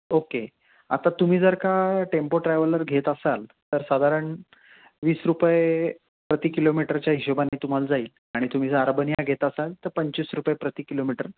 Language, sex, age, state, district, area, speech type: Marathi, male, 30-45, Maharashtra, Nashik, urban, conversation